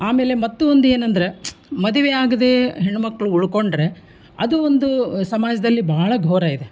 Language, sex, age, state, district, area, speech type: Kannada, female, 60+, Karnataka, Koppal, urban, spontaneous